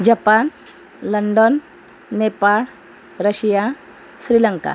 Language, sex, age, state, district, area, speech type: Marathi, female, 30-45, Maharashtra, Amravati, urban, spontaneous